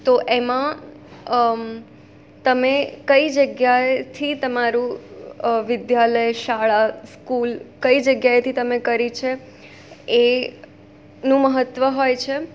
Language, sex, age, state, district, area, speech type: Gujarati, female, 18-30, Gujarat, Surat, urban, spontaneous